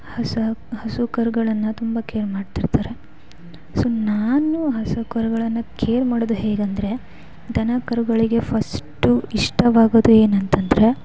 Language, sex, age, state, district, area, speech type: Kannada, female, 18-30, Karnataka, Gadag, rural, spontaneous